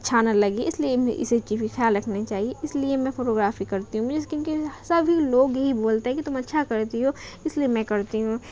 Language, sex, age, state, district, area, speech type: Urdu, female, 18-30, Bihar, Khagaria, urban, spontaneous